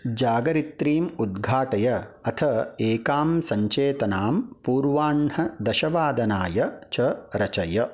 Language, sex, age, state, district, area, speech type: Sanskrit, male, 30-45, Karnataka, Bangalore Rural, urban, read